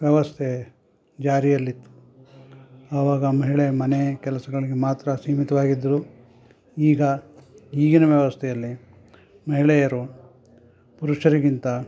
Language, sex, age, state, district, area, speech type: Kannada, male, 60+, Karnataka, Chikkamagaluru, rural, spontaneous